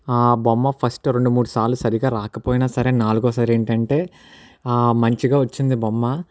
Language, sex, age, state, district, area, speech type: Telugu, male, 45-60, Andhra Pradesh, Kakinada, rural, spontaneous